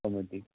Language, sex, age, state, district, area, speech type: Assamese, male, 30-45, Assam, Majuli, urban, conversation